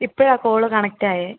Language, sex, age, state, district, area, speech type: Malayalam, female, 18-30, Kerala, Kottayam, rural, conversation